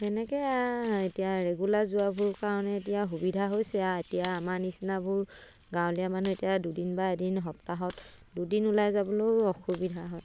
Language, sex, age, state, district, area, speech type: Assamese, female, 30-45, Assam, Dibrugarh, rural, spontaneous